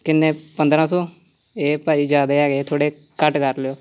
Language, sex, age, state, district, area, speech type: Punjabi, male, 18-30, Punjab, Amritsar, urban, spontaneous